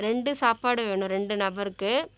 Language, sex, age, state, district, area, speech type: Tamil, female, 45-60, Tamil Nadu, Cuddalore, rural, spontaneous